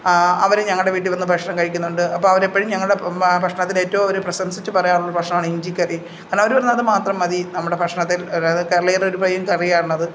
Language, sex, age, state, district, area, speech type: Malayalam, female, 45-60, Kerala, Pathanamthitta, rural, spontaneous